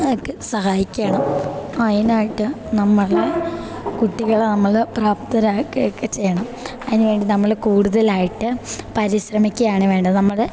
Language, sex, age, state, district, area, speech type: Malayalam, female, 18-30, Kerala, Idukki, rural, spontaneous